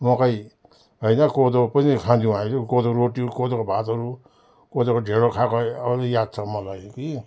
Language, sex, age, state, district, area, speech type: Nepali, male, 60+, West Bengal, Darjeeling, rural, spontaneous